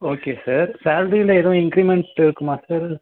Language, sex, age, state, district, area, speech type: Tamil, male, 30-45, Tamil Nadu, Ariyalur, rural, conversation